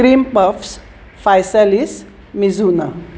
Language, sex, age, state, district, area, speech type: Marathi, female, 60+, Maharashtra, Kolhapur, urban, spontaneous